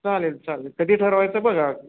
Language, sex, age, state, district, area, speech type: Marathi, male, 60+, Maharashtra, Pune, urban, conversation